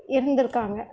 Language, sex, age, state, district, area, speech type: Tamil, female, 30-45, Tamil Nadu, Krishnagiri, rural, spontaneous